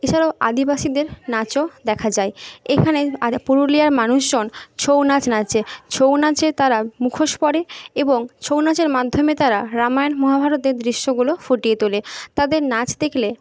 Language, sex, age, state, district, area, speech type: Bengali, female, 30-45, West Bengal, Jhargram, rural, spontaneous